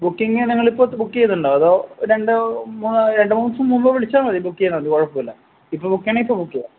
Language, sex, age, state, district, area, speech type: Malayalam, male, 30-45, Kerala, Wayanad, rural, conversation